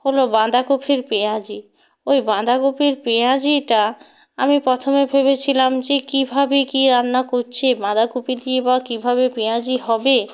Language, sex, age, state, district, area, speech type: Bengali, female, 45-60, West Bengal, Hooghly, rural, spontaneous